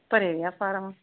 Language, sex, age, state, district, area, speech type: Punjabi, female, 30-45, Punjab, Pathankot, rural, conversation